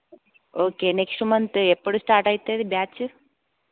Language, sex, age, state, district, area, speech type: Telugu, female, 30-45, Telangana, Karimnagar, urban, conversation